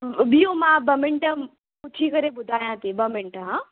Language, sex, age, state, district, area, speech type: Sindhi, female, 18-30, Rajasthan, Ajmer, urban, conversation